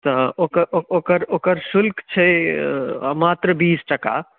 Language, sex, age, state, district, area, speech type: Maithili, male, 30-45, Bihar, Madhubani, rural, conversation